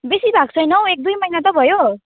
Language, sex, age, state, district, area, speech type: Nepali, female, 18-30, West Bengal, Jalpaiguri, urban, conversation